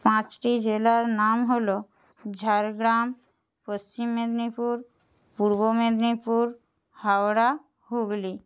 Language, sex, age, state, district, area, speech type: Bengali, female, 60+, West Bengal, Jhargram, rural, spontaneous